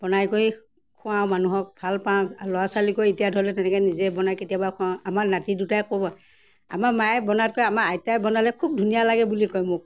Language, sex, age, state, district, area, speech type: Assamese, female, 60+, Assam, Morigaon, rural, spontaneous